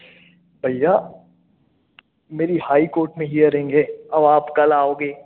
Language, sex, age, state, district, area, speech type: Hindi, male, 18-30, Madhya Pradesh, Hoshangabad, urban, conversation